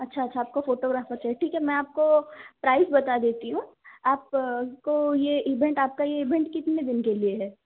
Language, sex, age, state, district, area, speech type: Hindi, female, 18-30, Madhya Pradesh, Seoni, urban, conversation